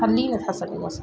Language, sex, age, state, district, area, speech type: Sindhi, male, 45-60, Madhya Pradesh, Katni, urban, spontaneous